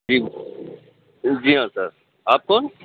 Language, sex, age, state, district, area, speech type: Urdu, male, 30-45, Telangana, Hyderabad, urban, conversation